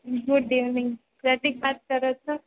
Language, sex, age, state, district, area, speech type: Gujarati, female, 30-45, Gujarat, Rajkot, urban, conversation